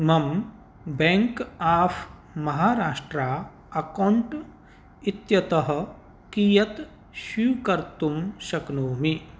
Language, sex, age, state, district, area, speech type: Sanskrit, male, 45-60, Rajasthan, Bharatpur, urban, read